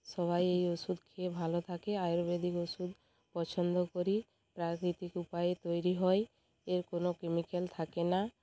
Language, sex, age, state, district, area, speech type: Bengali, female, 45-60, West Bengal, Bankura, rural, spontaneous